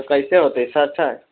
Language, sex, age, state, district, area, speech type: Maithili, male, 18-30, Bihar, Sitamarhi, urban, conversation